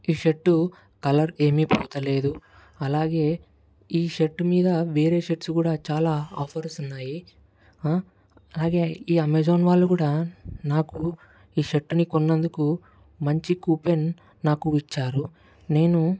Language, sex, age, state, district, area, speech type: Telugu, male, 18-30, Telangana, Medak, rural, spontaneous